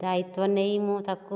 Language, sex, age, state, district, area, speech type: Odia, female, 60+, Odisha, Nayagarh, rural, spontaneous